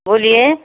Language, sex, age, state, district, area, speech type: Hindi, female, 60+, Uttar Pradesh, Mau, rural, conversation